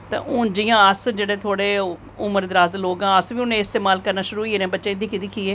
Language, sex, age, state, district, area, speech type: Dogri, female, 45-60, Jammu and Kashmir, Jammu, urban, spontaneous